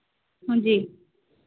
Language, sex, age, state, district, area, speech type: Hindi, female, 30-45, Bihar, Begusarai, rural, conversation